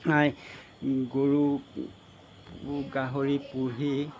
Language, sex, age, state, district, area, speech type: Assamese, male, 60+, Assam, Golaghat, rural, spontaneous